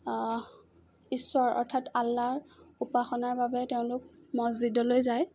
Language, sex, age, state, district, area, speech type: Assamese, female, 18-30, Assam, Jorhat, urban, spontaneous